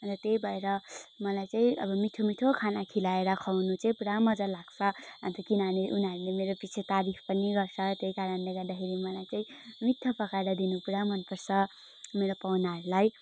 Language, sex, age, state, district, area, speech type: Nepali, female, 18-30, West Bengal, Darjeeling, rural, spontaneous